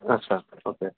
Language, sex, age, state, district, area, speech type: Marathi, male, 30-45, Maharashtra, Osmanabad, rural, conversation